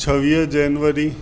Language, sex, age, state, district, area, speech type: Sindhi, male, 45-60, Maharashtra, Mumbai Suburban, urban, spontaneous